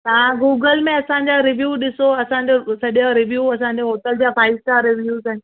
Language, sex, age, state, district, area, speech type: Sindhi, female, 30-45, Gujarat, Kutch, urban, conversation